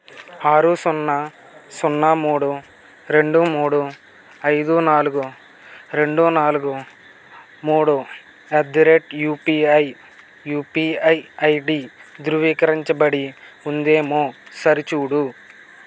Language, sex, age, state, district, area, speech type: Telugu, male, 18-30, Andhra Pradesh, Kakinada, rural, read